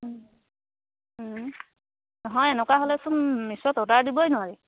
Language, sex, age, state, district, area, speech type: Assamese, female, 30-45, Assam, Charaideo, rural, conversation